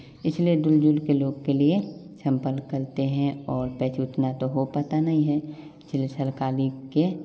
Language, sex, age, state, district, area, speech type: Hindi, male, 18-30, Bihar, Samastipur, rural, spontaneous